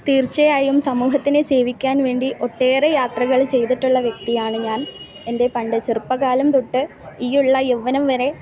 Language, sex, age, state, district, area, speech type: Malayalam, female, 18-30, Kerala, Kasaragod, urban, spontaneous